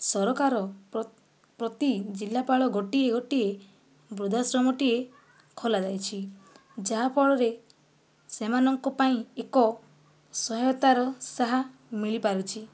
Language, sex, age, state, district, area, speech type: Odia, female, 45-60, Odisha, Kandhamal, rural, spontaneous